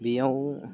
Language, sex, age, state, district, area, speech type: Bodo, male, 18-30, Assam, Udalguri, rural, spontaneous